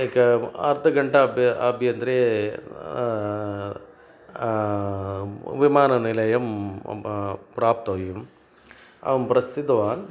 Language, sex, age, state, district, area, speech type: Sanskrit, male, 60+, Tamil Nadu, Coimbatore, urban, spontaneous